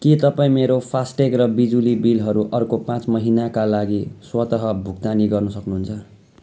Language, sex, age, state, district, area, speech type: Nepali, male, 30-45, West Bengal, Jalpaiguri, rural, read